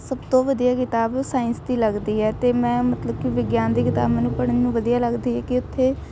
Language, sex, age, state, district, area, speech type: Punjabi, female, 18-30, Punjab, Shaheed Bhagat Singh Nagar, rural, spontaneous